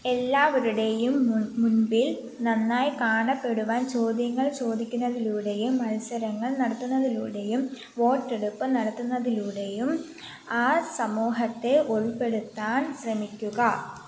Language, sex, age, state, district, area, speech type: Malayalam, female, 18-30, Kerala, Pathanamthitta, rural, read